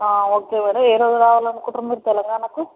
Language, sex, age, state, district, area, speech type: Telugu, female, 45-60, Telangana, Yadadri Bhuvanagiri, rural, conversation